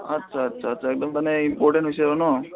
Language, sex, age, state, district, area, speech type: Assamese, male, 18-30, Assam, Udalguri, rural, conversation